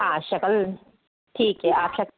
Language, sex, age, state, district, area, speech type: Hindi, female, 60+, Rajasthan, Jaipur, urban, conversation